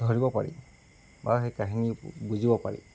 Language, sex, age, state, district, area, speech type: Assamese, male, 18-30, Assam, Jorhat, urban, spontaneous